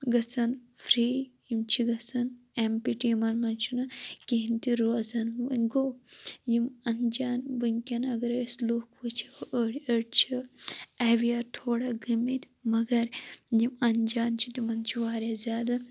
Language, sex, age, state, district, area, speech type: Kashmiri, female, 18-30, Jammu and Kashmir, Shopian, rural, spontaneous